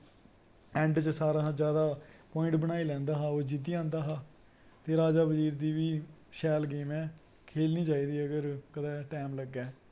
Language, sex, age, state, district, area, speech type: Dogri, male, 18-30, Jammu and Kashmir, Kathua, rural, spontaneous